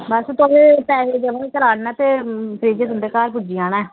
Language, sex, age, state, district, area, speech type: Dogri, female, 30-45, Jammu and Kashmir, Samba, urban, conversation